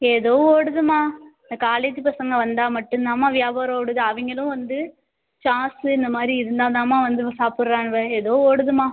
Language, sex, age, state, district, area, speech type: Tamil, female, 18-30, Tamil Nadu, Ariyalur, rural, conversation